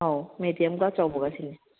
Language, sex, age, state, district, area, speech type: Manipuri, female, 30-45, Manipur, Kangpokpi, urban, conversation